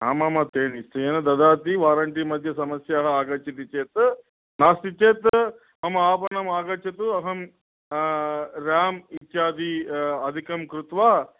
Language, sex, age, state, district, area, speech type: Sanskrit, male, 45-60, Andhra Pradesh, Guntur, urban, conversation